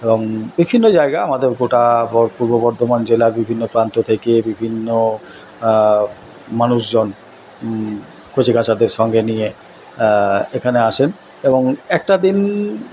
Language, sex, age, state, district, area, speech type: Bengali, male, 45-60, West Bengal, Purba Bardhaman, urban, spontaneous